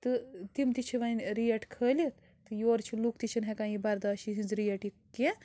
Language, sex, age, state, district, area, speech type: Kashmiri, female, 30-45, Jammu and Kashmir, Bandipora, rural, spontaneous